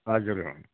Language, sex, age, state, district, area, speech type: Nepali, male, 60+, West Bengal, Kalimpong, rural, conversation